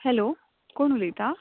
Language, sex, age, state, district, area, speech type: Goan Konkani, female, 18-30, Goa, Murmgao, urban, conversation